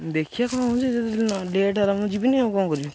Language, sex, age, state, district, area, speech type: Odia, male, 18-30, Odisha, Jagatsinghpur, rural, spontaneous